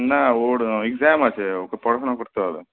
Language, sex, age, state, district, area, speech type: Bengali, male, 18-30, West Bengal, Malda, rural, conversation